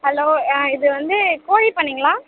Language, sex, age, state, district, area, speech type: Tamil, female, 18-30, Tamil Nadu, Tiruvannamalai, rural, conversation